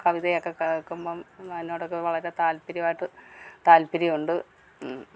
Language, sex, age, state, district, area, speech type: Malayalam, female, 60+, Kerala, Alappuzha, rural, spontaneous